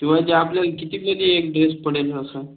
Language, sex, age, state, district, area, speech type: Marathi, male, 18-30, Maharashtra, Hingoli, urban, conversation